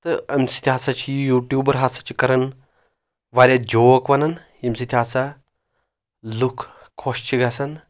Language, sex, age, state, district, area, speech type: Kashmiri, male, 30-45, Jammu and Kashmir, Anantnag, rural, spontaneous